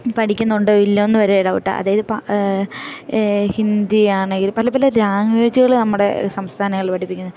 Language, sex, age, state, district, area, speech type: Malayalam, female, 18-30, Kerala, Idukki, rural, spontaneous